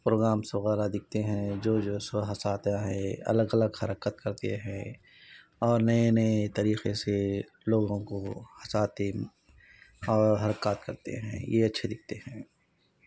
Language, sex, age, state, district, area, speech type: Urdu, male, 18-30, Telangana, Hyderabad, urban, spontaneous